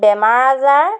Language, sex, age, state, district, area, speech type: Assamese, female, 60+, Assam, Dhemaji, rural, spontaneous